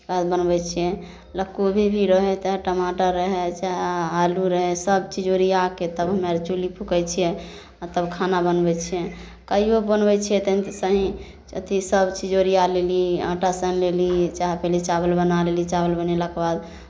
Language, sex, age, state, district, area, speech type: Maithili, female, 18-30, Bihar, Samastipur, rural, spontaneous